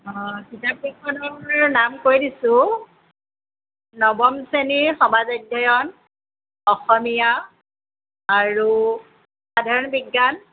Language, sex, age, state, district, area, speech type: Assamese, female, 45-60, Assam, Sonitpur, urban, conversation